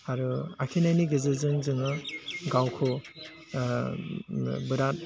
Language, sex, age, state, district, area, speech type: Bodo, male, 30-45, Assam, Udalguri, urban, spontaneous